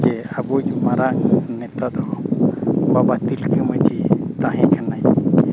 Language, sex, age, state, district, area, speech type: Santali, male, 30-45, Jharkhand, East Singhbhum, rural, spontaneous